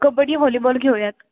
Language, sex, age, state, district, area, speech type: Marathi, female, 18-30, Maharashtra, Satara, urban, conversation